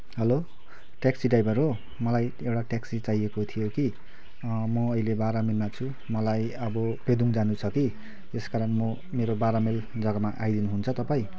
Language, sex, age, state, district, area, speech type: Nepali, male, 30-45, West Bengal, Kalimpong, rural, spontaneous